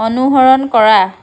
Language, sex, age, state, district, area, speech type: Assamese, female, 45-60, Assam, Lakhimpur, rural, read